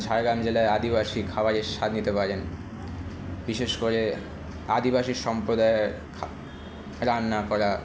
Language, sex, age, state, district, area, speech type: Bengali, male, 18-30, West Bengal, Kolkata, urban, spontaneous